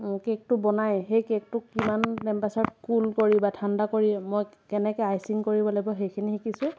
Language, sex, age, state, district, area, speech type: Assamese, female, 30-45, Assam, Lakhimpur, rural, spontaneous